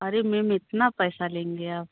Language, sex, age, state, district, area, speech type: Hindi, female, 30-45, Uttar Pradesh, Prayagraj, rural, conversation